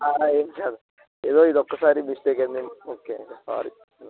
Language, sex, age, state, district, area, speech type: Telugu, male, 18-30, Telangana, Siddipet, rural, conversation